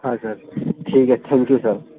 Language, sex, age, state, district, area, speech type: Urdu, male, 18-30, Bihar, Saharsa, rural, conversation